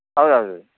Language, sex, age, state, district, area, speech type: Kannada, male, 30-45, Karnataka, Udupi, rural, conversation